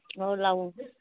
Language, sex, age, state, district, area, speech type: Maithili, female, 45-60, Bihar, Madhepura, rural, conversation